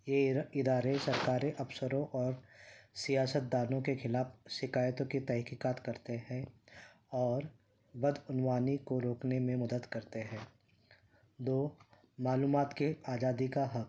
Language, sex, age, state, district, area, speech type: Urdu, male, 45-60, Uttar Pradesh, Ghaziabad, urban, spontaneous